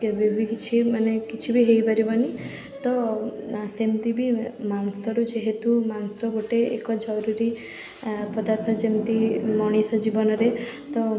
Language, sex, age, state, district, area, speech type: Odia, female, 18-30, Odisha, Puri, urban, spontaneous